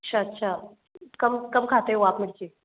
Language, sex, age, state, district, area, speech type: Hindi, female, 30-45, Rajasthan, Jaipur, urban, conversation